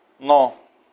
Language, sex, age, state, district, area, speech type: Assamese, male, 30-45, Assam, Lakhimpur, rural, read